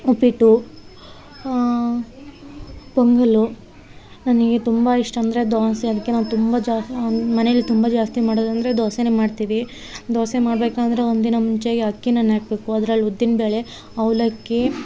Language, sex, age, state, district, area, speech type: Kannada, female, 30-45, Karnataka, Vijayanagara, rural, spontaneous